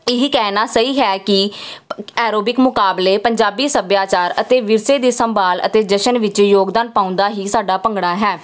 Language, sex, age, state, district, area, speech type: Punjabi, female, 18-30, Punjab, Jalandhar, urban, spontaneous